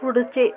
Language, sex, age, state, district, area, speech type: Marathi, female, 45-60, Maharashtra, Amravati, rural, read